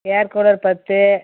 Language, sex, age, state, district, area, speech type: Tamil, female, 60+, Tamil Nadu, Viluppuram, rural, conversation